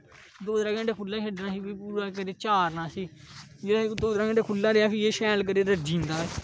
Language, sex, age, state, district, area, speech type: Dogri, male, 18-30, Jammu and Kashmir, Kathua, rural, spontaneous